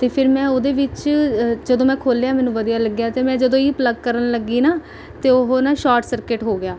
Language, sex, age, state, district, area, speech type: Punjabi, female, 18-30, Punjab, Rupnagar, rural, spontaneous